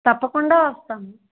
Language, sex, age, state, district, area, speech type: Telugu, female, 45-60, Andhra Pradesh, East Godavari, rural, conversation